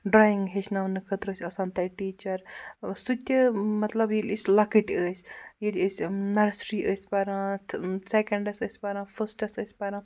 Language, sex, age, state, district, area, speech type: Kashmiri, male, 45-60, Jammu and Kashmir, Baramulla, rural, spontaneous